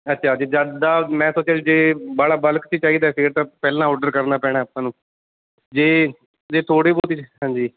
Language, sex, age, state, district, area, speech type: Punjabi, male, 30-45, Punjab, Bathinda, urban, conversation